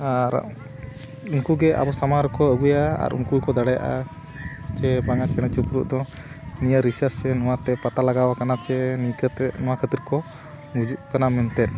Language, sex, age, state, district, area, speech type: Santali, male, 30-45, Jharkhand, Bokaro, rural, spontaneous